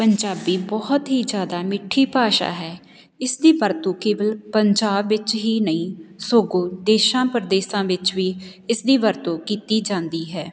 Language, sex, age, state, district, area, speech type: Punjabi, female, 30-45, Punjab, Patiala, rural, spontaneous